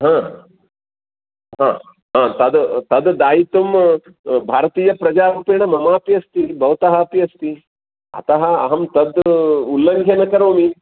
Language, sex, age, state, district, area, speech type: Sanskrit, male, 45-60, Karnataka, Uttara Kannada, urban, conversation